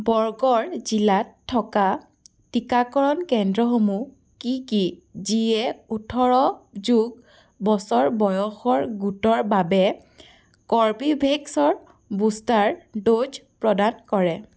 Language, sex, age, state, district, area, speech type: Assamese, female, 18-30, Assam, Biswanath, rural, read